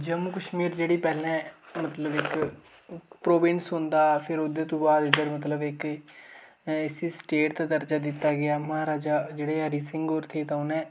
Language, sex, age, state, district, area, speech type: Dogri, male, 18-30, Jammu and Kashmir, Reasi, rural, spontaneous